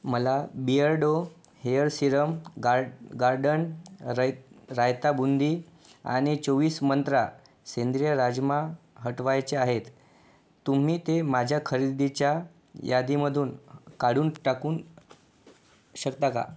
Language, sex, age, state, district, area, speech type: Marathi, male, 18-30, Maharashtra, Yavatmal, urban, read